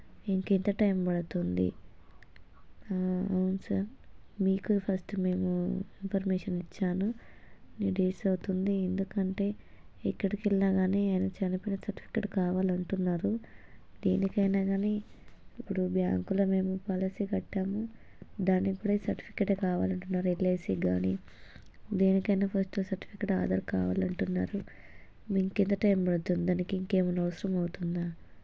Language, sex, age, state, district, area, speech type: Telugu, female, 30-45, Telangana, Hanamkonda, rural, spontaneous